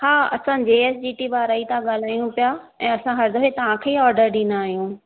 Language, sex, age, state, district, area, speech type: Sindhi, female, 30-45, Maharashtra, Thane, urban, conversation